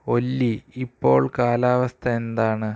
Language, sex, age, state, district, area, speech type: Malayalam, male, 18-30, Kerala, Thiruvananthapuram, urban, read